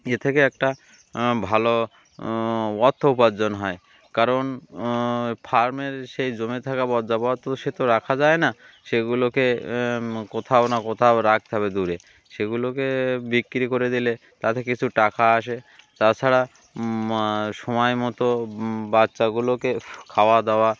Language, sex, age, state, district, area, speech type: Bengali, male, 30-45, West Bengal, Uttar Dinajpur, urban, spontaneous